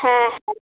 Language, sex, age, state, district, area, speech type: Bengali, female, 30-45, West Bengal, Paschim Bardhaman, urban, conversation